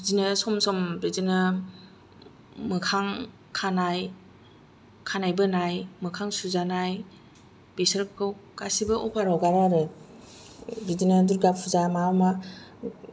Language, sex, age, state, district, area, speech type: Bodo, female, 45-60, Assam, Kokrajhar, rural, spontaneous